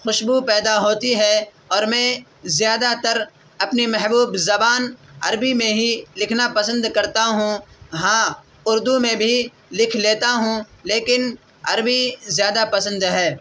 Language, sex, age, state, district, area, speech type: Urdu, male, 18-30, Bihar, Purnia, rural, spontaneous